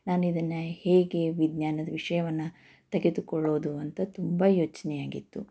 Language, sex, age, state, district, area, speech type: Kannada, female, 30-45, Karnataka, Chikkaballapur, rural, spontaneous